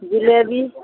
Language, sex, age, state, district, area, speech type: Maithili, female, 60+, Bihar, Araria, rural, conversation